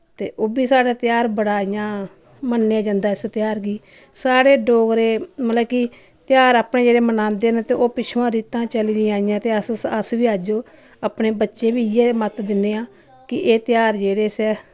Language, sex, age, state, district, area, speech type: Dogri, female, 30-45, Jammu and Kashmir, Samba, rural, spontaneous